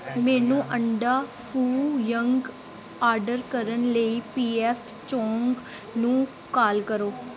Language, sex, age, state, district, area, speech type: Punjabi, female, 18-30, Punjab, Gurdaspur, rural, read